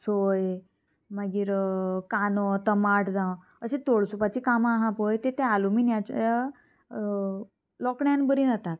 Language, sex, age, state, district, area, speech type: Goan Konkani, female, 18-30, Goa, Murmgao, rural, spontaneous